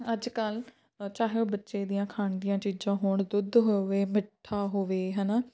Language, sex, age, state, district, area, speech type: Punjabi, female, 18-30, Punjab, Fatehgarh Sahib, rural, spontaneous